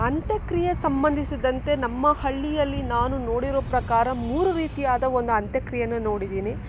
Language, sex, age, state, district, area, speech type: Kannada, female, 18-30, Karnataka, Chikkaballapur, rural, spontaneous